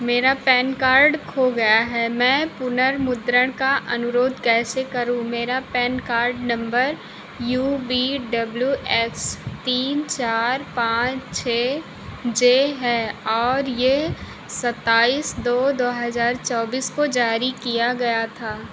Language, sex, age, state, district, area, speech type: Hindi, female, 45-60, Uttar Pradesh, Ayodhya, rural, read